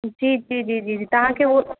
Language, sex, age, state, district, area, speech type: Sindhi, female, 30-45, Uttar Pradesh, Lucknow, urban, conversation